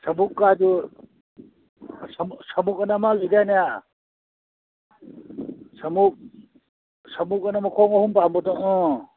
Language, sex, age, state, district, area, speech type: Manipuri, male, 60+, Manipur, Kakching, rural, conversation